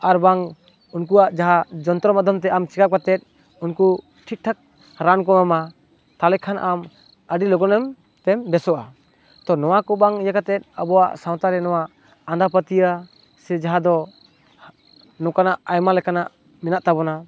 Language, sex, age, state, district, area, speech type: Santali, male, 18-30, West Bengal, Purulia, rural, spontaneous